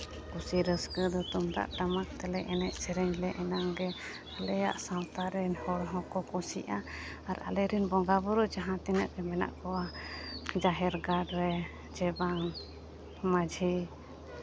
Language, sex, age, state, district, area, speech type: Santali, female, 30-45, Jharkhand, Seraikela Kharsawan, rural, spontaneous